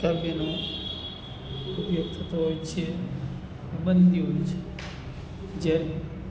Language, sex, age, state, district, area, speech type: Gujarati, male, 45-60, Gujarat, Narmada, rural, spontaneous